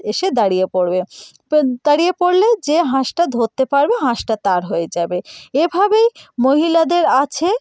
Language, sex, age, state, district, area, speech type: Bengali, female, 30-45, West Bengal, North 24 Parganas, rural, spontaneous